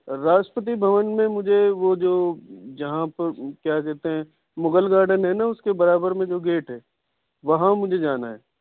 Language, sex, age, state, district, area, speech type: Urdu, male, 45-60, Delhi, Central Delhi, urban, conversation